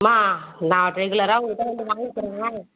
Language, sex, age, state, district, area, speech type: Tamil, female, 30-45, Tamil Nadu, Vellore, urban, conversation